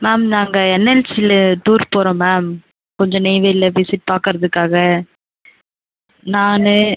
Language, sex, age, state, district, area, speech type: Tamil, female, 18-30, Tamil Nadu, Cuddalore, urban, conversation